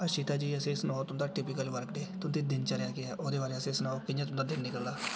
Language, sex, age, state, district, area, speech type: Dogri, female, 18-30, Jammu and Kashmir, Jammu, rural, spontaneous